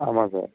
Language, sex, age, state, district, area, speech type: Tamil, male, 30-45, Tamil Nadu, Thanjavur, rural, conversation